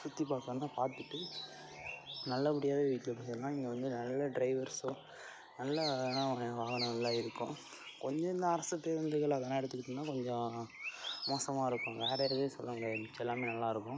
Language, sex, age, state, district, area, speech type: Tamil, male, 18-30, Tamil Nadu, Mayiladuthurai, urban, spontaneous